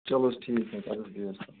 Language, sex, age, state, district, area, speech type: Kashmiri, male, 30-45, Jammu and Kashmir, Srinagar, urban, conversation